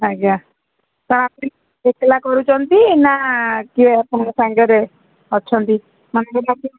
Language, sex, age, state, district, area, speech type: Odia, female, 45-60, Odisha, Sundergarh, urban, conversation